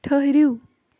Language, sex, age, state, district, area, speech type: Kashmiri, female, 30-45, Jammu and Kashmir, Baramulla, rural, read